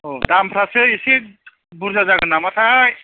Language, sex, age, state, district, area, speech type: Bodo, male, 60+, Assam, Kokrajhar, rural, conversation